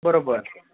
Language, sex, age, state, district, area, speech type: Goan Konkani, male, 18-30, Goa, Bardez, urban, conversation